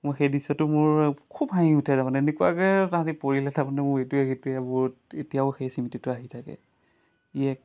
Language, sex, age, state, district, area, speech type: Assamese, male, 30-45, Assam, Jorhat, urban, spontaneous